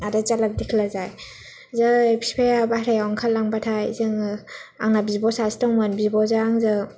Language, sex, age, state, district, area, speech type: Bodo, female, 18-30, Assam, Kokrajhar, urban, spontaneous